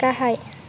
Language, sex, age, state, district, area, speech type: Bodo, female, 18-30, Assam, Baksa, rural, read